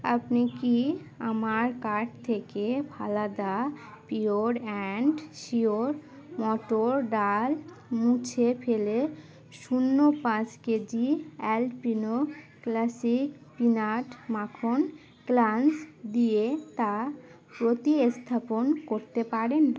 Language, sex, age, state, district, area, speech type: Bengali, female, 18-30, West Bengal, Uttar Dinajpur, urban, read